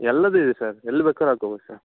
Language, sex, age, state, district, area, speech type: Kannada, male, 18-30, Karnataka, Shimoga, rural, conversation